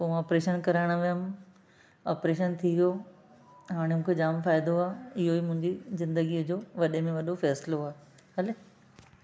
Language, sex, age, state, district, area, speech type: Sindhi, other, 60+, Maharashtra, Thane, urban, spontaneous